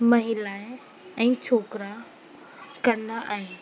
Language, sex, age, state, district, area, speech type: Sindhi, female, 18-30, Rajasthan, Ajmer, urban, spontaneous